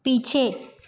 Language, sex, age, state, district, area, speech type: Hindi, female, 30-45, Madhya Pradesh, Chhindwara, urban, read